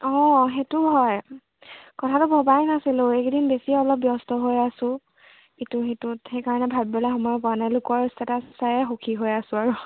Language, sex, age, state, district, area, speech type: Assamese, female, 18-30, Assam, Charaideo, urban, conversation